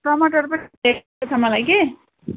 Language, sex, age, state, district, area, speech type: Nepali, female, 30-45, West Bengal, Darjeeling, rural, conversation